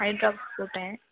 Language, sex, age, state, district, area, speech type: Tamil, female, 18-30, Tamil Nadu, Madurai, urban, conversation